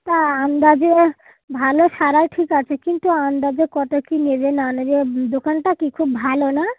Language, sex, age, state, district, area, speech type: Bengali, female, 45-60, West Bengal, Dakshin Dinajpur, urban, conversation